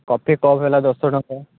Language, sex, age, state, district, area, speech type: Odia, male, 30-45, Odisha, Balasore, rural, conversation